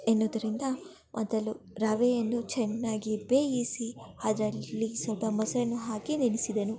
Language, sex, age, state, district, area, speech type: Kannada, female, 18-30, Karnataka, Kolar, rural, spontaneous